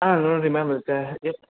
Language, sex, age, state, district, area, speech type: Kannada, male, 18-30, Karnataka, Bangalore Urban, urban, conversation